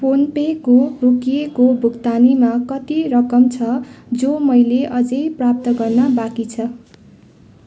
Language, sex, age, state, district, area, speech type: Nepali, female, 30-45, West Bengal, Darjeeling, rural, read